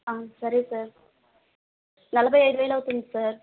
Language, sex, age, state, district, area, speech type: Telugu, female, 18-30, Andhra Pradesh, Sri Balaji, rural, conversation